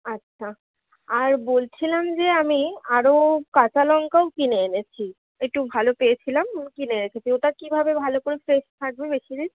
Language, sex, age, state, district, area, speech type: Bengali, female, 18-30, West Bengal, Kolkata, urban, conversation